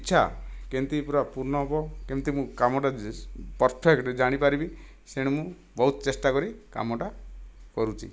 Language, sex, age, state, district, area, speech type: Odia, male, 60+, Odisha, Kandhamal, rural, spontaneous